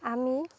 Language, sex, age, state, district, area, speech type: Assamese, female, 45-60, Assam, Darrang, rural, spontaneous